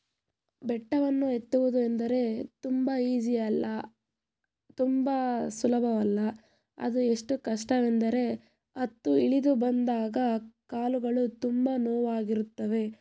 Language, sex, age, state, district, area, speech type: Kannada, female, 18-30, Karnataka, Tumkur, rural, spontaneous